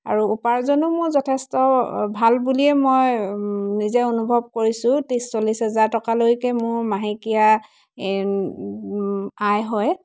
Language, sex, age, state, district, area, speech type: Assamese, female, 30-45, Assam, Dhemaji, rural, spontaneous